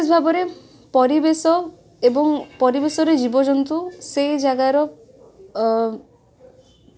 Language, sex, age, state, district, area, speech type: Odia, female, 18-30, Odisha, Cuttack, urban, spontaneous